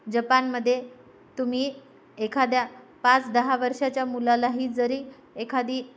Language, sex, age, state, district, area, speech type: Marathi, female, 45-60, Maharashtra, Nanded, rural, spontaneous